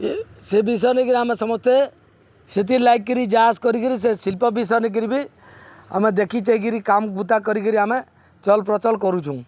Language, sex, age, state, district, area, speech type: Odia, male, 45-60, Odisha, Balangir, urban, spontaneous